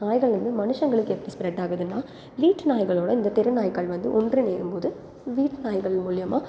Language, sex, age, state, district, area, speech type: Tamil, female, 18-30, Tamil Nadu, Salem, urban, spontaneous